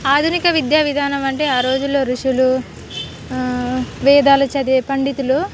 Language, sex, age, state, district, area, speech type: Telugu, female, 18-30, Telangana, Khammam, urban, spontaneous